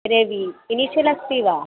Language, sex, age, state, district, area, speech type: Sanskrit, female, 18-30, Kerala, Kozhikode, rural, conversation